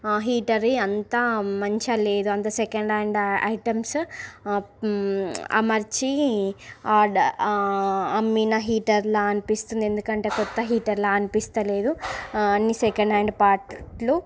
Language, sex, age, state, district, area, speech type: Telugu, female, 30-45, Andhra Pradesh, Srikakulam, urban, spontaneous